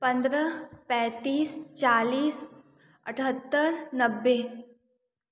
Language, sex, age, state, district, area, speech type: Hindi, female, 18-30, Uttar Pradesh, Varanasi, urban, spontaneous